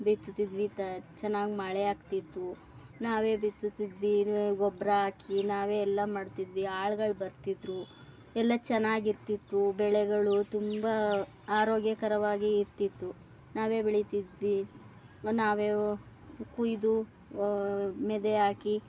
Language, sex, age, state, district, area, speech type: Kannada, female, 30-45, Karnataka, Mandya, rural, spontaneous